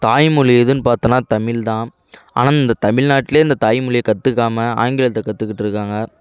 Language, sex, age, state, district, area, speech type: Tamil, male, 18-30, Tamil Nadu, Kallakurichi, urban, spontaneous